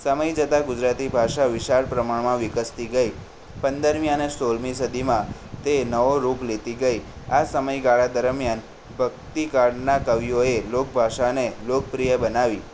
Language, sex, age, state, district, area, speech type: Gujarati, male, 18-30, Gujarat, Kheda, rural, spontaneous